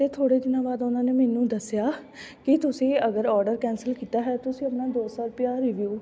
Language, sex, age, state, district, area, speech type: Punjabi, female, 18-30, Punjab, Fatehgarh Sahib, rural, spontaneous